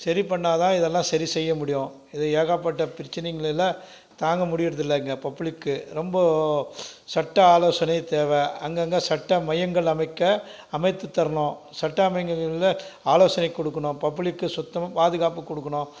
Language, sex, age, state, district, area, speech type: Tamil, male, 60+, Tamil Nadu, Krishnagiri, rural, spontaneous